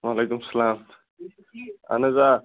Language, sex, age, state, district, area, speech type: Kashmiri, male, 18-30, Jammu and Kashmir, Baramulla, rural, conversation